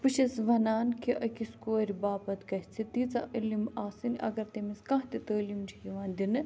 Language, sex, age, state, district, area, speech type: Kashmiri, female, 18-30, Jammu and Kashmir, Ganderbal, urban, spontaneous